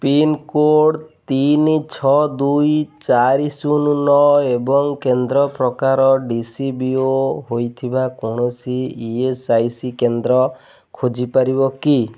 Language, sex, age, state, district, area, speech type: Odia, male, 30-45, Odisha, Jagatsinghpur, rural, read